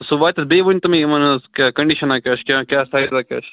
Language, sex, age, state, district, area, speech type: Kashmiri, male, 45-60, Jammu and Kashmir, Baramulla, rural, conversation